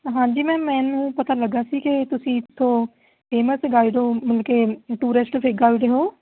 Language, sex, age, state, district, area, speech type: Punjabi, female, 18-30, Punjab, Shaheed Bhagat Singh Nagar, urban, conversation